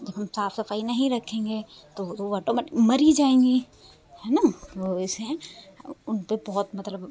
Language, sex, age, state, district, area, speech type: Hindi, female, 45-60, Uttar Pradesh, Hardoi, rural, spontaneous